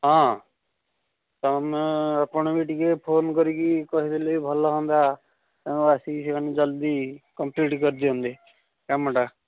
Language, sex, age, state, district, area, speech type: Odia, male, 30-45, Odisha, Nayagarh, rural, conversation